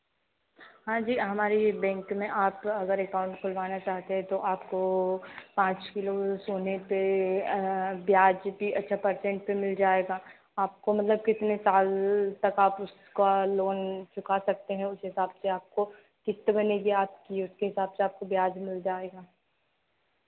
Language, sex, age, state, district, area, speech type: Hindi, female, 18-30, Madhya Pradesh, Harda, urban, conversation